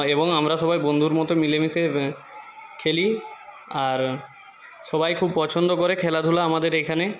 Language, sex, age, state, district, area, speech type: Bengali, male, 45-60, West Bengal, Jhargram, rural, spontaneous